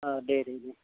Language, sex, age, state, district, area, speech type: Bodo, male, 60+, Assam, Baksa, urban, conversation